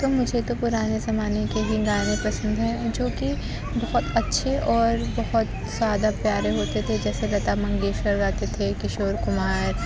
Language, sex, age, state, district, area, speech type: Urdu, female, 30-45, Uttar Pradesh, Aligarh, urban, spontaneous